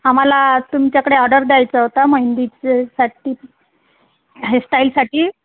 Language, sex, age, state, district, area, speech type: Marathi, female, 30-45, Maharashtra, Wardha, rural, conversation